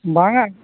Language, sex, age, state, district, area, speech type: Santali, male, 45-60, Odisha, Mayurbhanj, rural, conversation